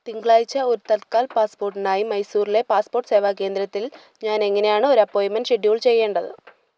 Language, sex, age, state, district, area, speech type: Malayalam, female, 18-30, Kerala, Idukki, rural, read